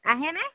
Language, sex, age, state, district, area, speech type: Assamese, female, 30-45, Assam, Barpeta, urban, conversation